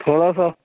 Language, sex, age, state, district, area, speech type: Urdu, male, 60+, Uttar Pradesh, Lucknow, urban, conversation